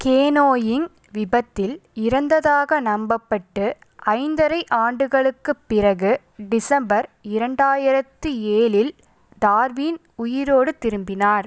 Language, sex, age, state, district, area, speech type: Tamil, female, 18-30, Tamil Nadu, Pudukkottai, rural, read